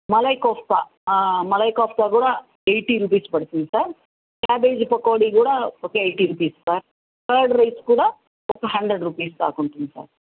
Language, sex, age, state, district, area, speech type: Telugu, female, 60+, Andhra Pradesh, Nellore, urban, conversation